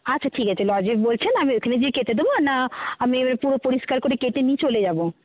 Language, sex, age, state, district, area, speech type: Bengali, female, 60+, West Bengal, Jhargram, rural, conversation